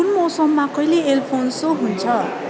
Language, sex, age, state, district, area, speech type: Nepali, female, 18-30, West Bengal, Darjeeling, rural, read